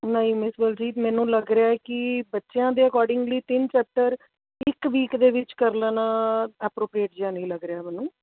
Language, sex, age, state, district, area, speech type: Punjabi, female, 30-45, Punjab, Tarn Taran, urban, conversation